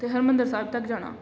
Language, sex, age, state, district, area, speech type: Punjabi, female, 18-30, Punjab, Amritsar, urban, spontaneous